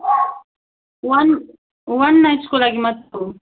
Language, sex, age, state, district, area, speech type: Nepali, female, 18-30, West Bengal, Kalimpong, rural, conversation